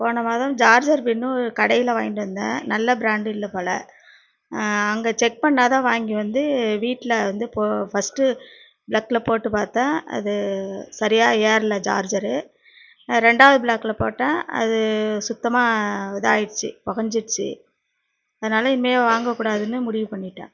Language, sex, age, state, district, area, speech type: Tamil, female, 45-60, Tamil Nadu, Nagapattinam, rural, spontaneous